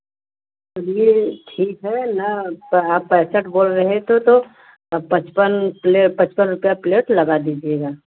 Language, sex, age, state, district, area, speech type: Hindi, female, 30-45, Uttar Pradesh, Varanasi, rural, conversation